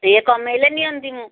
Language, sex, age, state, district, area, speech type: Odia, female, 60+, Odisha, Gajapati, rural, conversation